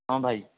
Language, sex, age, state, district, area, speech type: Odia, male, 18-30, Odisha, Puri, urban, conversation